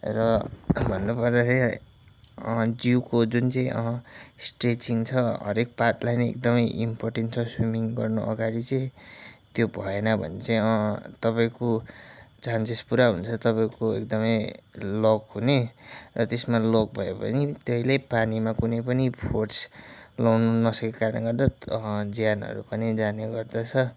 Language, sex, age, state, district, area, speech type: Nepali, male, 30-45, West Bengal, Kalimpong, rural, spontaneous